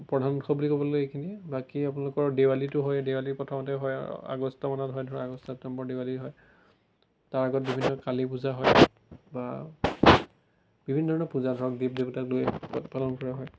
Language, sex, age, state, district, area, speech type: Assamese, male, 18-30, Assam, Biswanath, rural, spontaneous